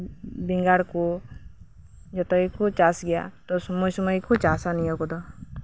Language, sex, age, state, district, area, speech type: Santali, female, 18-30, West Bengal, Birbhum, rural, spontaneous